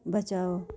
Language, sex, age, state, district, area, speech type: Hindi, female, 45-60, Uttar Pradesh, Jaunpur, urban, read